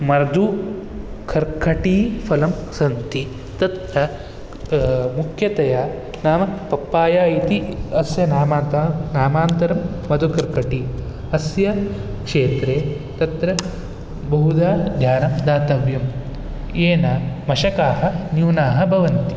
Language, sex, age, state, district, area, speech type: Sanskrit, male, 18-30, Karnataka, Bangalore Urban, urban, spontaneous